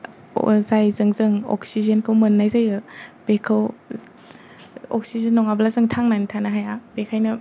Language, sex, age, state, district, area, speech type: Bodo, female, 18-30, Assam, Kokrajhar, rural, spontaneous